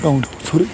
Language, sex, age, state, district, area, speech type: Kashmiri, male, 30-45, Jammu and Kashmir, Baramulla, rural, spontaneous